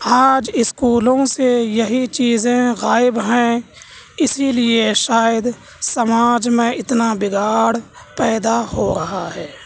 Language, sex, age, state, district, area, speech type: Urdu, male, 18-30, Delhi, South Delhi, urban, spontaneous